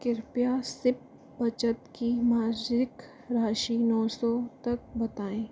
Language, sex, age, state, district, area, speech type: Hindi, female, 30-45, Rajasthan, Jaipur, urban, read